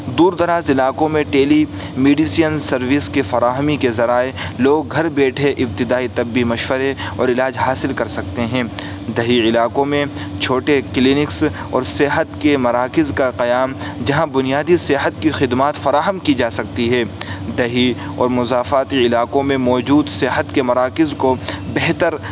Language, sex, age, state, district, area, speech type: Urdu, male, 18-30, Uttar Pradesh, Saharanpur, urban, spontaneous